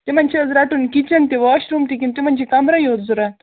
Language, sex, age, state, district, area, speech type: Kashmiri, other, 18-30, Jammu and Kashmir, Bandipora, rural, conversation